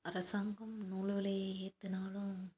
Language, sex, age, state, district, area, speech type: Tamil, female, 18-30, Tamil Nadu, Tiruppur, rural, spontaneous